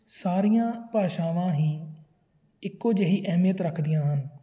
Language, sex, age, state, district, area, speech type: Punjabi, male, 18-30, Punjab, Tarn Taran, urban, spontaneous